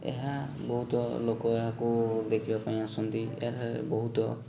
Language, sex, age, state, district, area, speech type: Odia, male, 18-30, Odisha, Mayurbhanj, rural, spontaneous